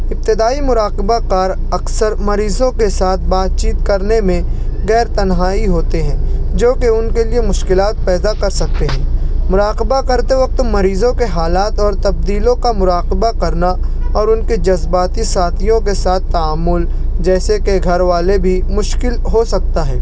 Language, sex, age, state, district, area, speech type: Urdu, male, 60+, Maharashtra, Nashik, rural, spontaneous